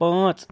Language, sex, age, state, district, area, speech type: Kashmiri, male, 30-45, Jammu and Kashmir, Srinagar, urban, read